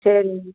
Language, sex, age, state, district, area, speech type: Tamil, female, 60+, Tamil Nadu, Erode, rural, conversation